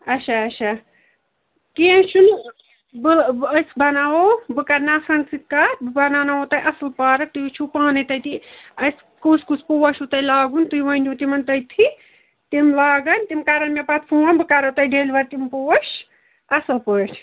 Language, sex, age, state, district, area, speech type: Kashmiri, female, 45-60, Jammu and Kashmir, Ganderbal, rural, conversation